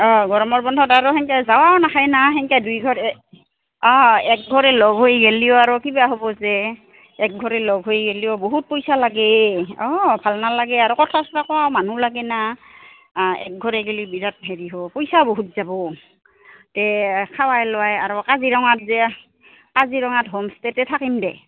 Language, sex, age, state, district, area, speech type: Assamese, female, 45-60, Assam, Goalpara, urban, conversation